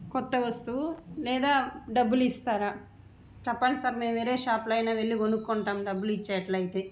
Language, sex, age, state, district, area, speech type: Telugu, female, 45-60, Andhra Pradesh, Nellore, urban, spontaneous